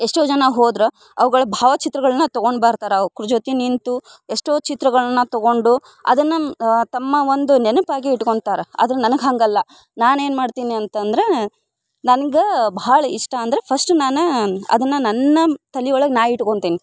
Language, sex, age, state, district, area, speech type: Kannada, female, 18-30, Karnataka, Dharwad, rural, spontaneous